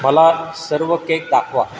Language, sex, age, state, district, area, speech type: Marathi, male, 60+, Maharashtra, Sindhudurg, rural, read